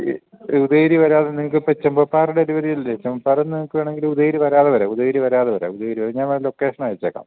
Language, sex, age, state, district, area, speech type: Malayalam, male, 45-60, Kerala, Idukki, rural, conversation